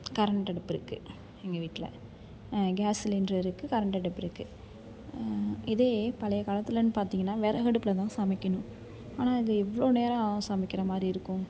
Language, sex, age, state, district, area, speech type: Tamil, female, 18-30, Tamil Nadu, Thanjavur, rural, spontaneous